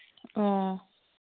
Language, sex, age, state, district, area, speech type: Manipuri, female, 30-45, Manipur, Kangpokpi, urban, conversation